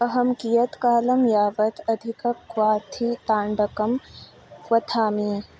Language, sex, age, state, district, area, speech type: Sanskrit, female, 18-30, Karnataka, Uttara Kannada, rural, read